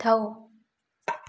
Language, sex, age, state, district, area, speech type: Manipuri, female, 18-30, Manipur, Thoubal, rural, read